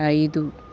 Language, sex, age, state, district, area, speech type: Telugu, female, 45-60, Andhra Pradesh, Guntur, urban, read